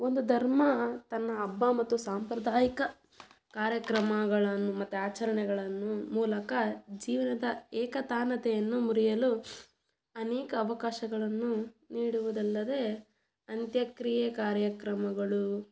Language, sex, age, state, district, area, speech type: Kannada, female, 18-30, Karnataka, Tumkur, rural, spontaneous